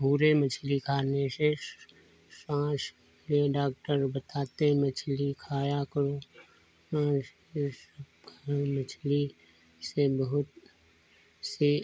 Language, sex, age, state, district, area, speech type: Hindi, male, 45-60, Uttar Pradesh, Lucknow, rural, spontaneous